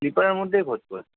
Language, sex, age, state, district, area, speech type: Bengali, male, 18-30, West Bengal, Kolkata, urban, conversation